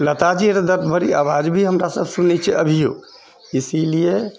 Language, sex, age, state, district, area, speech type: Maithili, male, 60+, Bihar, Purnia, rural, spontaneous